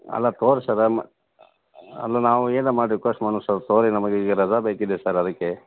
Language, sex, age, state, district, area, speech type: Kannada, male, 30-45, Karnataka, Bagalkot, rural, conversation